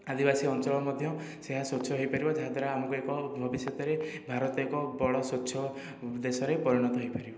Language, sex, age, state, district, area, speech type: Odia, male, 18-30, Odisha, Khordha, rural, spontaneous